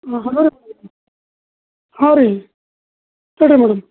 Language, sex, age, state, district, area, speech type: Kannada, male, 30-45, Karnataka, Bidar, rural, conversation